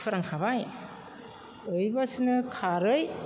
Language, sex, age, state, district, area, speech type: Bodo, female, 60+, Assam, Chirang, rural, spontaneous